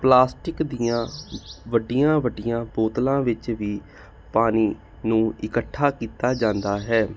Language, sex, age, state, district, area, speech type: Punjabi, male, 30-45, Punjab, Jalandhar, urban, spontaneous